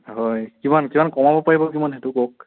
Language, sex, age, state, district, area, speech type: Assamese, male, 18-30, Assam, Sonitpur, rural, conversation